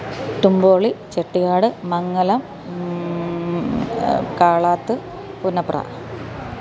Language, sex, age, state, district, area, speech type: Malayalam, female, 45-60, Kerala, Alappuzha, urban, spontaneous